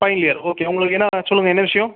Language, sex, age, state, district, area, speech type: Tamil, male, 18-30, Tamil Nadu, Sivaganga, rural, conversation